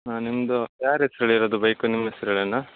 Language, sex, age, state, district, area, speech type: Kannada, male, 60+, Karnataka, Bangalore Rural, rural, conversation